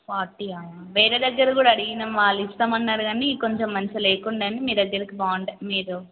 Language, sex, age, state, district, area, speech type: Telugu, female, 18-30, Telangana, Yadadri Bhuvanagiri, urban, conversation